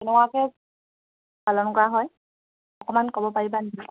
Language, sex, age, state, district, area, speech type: Assamese, female, 18-30, Assam, Dibrugarh, rural, conversation